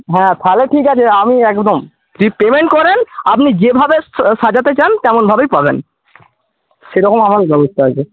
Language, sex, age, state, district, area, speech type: Bengali, male, 18-30, West Bengal, Paschim Medinipur, rural, conversation